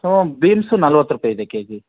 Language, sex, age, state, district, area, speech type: Kannada, male, 30-45, Karnataka, Vijayanagara, rural, conversation